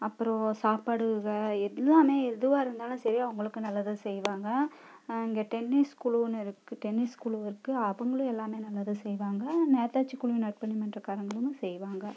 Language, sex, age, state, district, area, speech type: Tamil, female, 30-45, Tamil Nadu, Coimbatore, rural, spontaneous